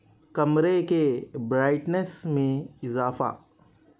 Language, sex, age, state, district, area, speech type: Urdu, male, 30-45, Telangana, Hyderabad, urban, read